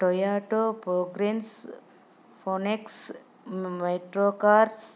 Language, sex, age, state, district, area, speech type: Telugu, female, 45-60, Andhra Pradesh, Anantapur, urban, spontaneous